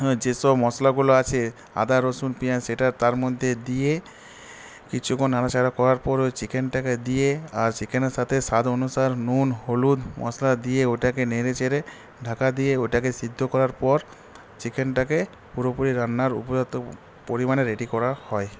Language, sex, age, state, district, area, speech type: Bengali, male, 45-60, West Bengal, Purulia, urban, spontaneous